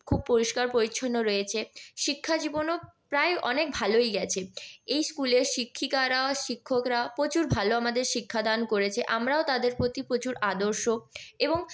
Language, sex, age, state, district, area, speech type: Bengali, female, 18-30, West Bengal, Purulia, urban, spontaneous